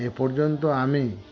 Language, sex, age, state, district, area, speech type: Bengali, male, 60+, West Bengal, Murshidabad, rural, spontaneous